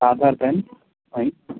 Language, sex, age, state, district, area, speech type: Sindhi, male, 18-30, Gujarat, Kutch, urban, conversation